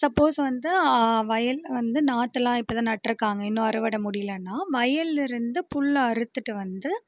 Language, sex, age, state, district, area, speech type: Tamil, female, 18-30, Tamil Nadu, Mayiladuthurai, rural, spontaneous